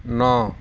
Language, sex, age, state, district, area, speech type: Odia, male, 30-45, Odisha, Ganjam, urban, read